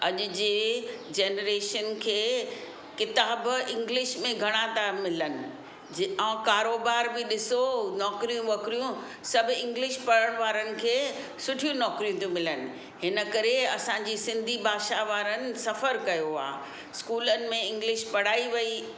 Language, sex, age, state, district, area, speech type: Sindhi, female, 60+, Maharashtra, Mumbai Suburban, urban, spontaneous